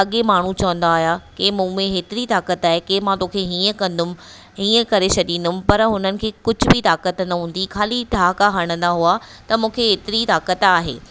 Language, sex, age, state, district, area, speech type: Sindhi, female, 30-45, Maharashtra, Thane, urban, spontaneous